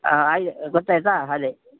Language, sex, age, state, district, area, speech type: Kannada, male, 60+, Karnataka, Udupi, rural, conversation